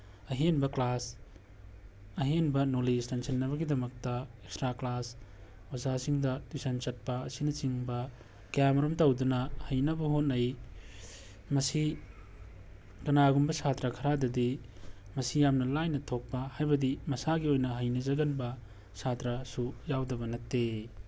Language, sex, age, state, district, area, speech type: Manipuri, male, 18-30, Manipur, Tengnoupal, rural, spontaneous